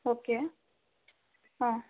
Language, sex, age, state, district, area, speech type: Kannada, female, 18-30, Karnataka, Bangalore Rural, rural, conversation